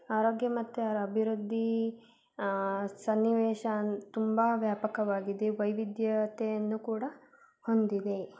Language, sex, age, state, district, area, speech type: Kannada, female, 18-30, Karnataka, Davanagere, urban, spontaneous